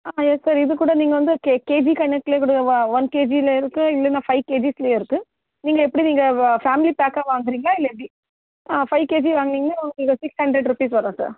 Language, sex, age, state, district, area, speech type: Tamil, female, 45-60, Tamil Nadu, Chennai, urban, conversation